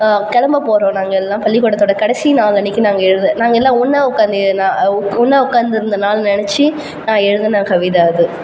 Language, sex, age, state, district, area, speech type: Tamil, female, 30-45, Tamil Nadu, Cuddalore, rural, spontaneous